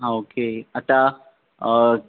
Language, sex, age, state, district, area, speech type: Goan Konkani, male, 18-30, Goa, Ponda, rural, conversation